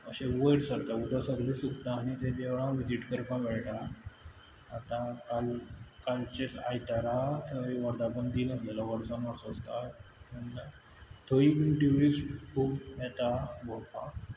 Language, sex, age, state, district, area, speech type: Goan Konkani, male, 18-30, Goa, Quepem, urban, spontaneous